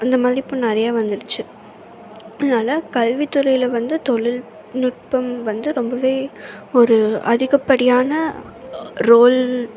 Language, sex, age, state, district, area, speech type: Tamil, female, 18-30, Tamil Nadu, Tirunelveli, rural, spontaneous